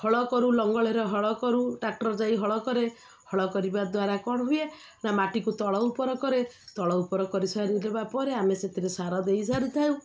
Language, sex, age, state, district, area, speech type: Odia, female, 30-45, Odisha, Jagatsinghpur, urban, spontaneous